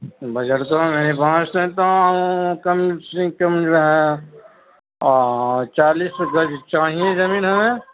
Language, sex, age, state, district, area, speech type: Urdu, male, 60+, Delhi, Central Delhi, rural, conversation